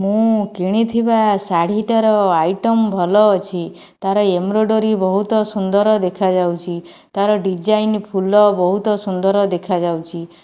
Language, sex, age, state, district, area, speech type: Odia, female, 45-60, Odisha, Jajpur, rural, spontaneous